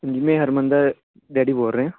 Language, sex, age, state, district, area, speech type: Punjabi, male, 18-30, Punjab, Patiala, urban, conversation